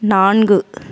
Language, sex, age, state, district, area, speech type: Tamil, female, 30-45, Tamil Nadu, Tiruvannamalai, urban, read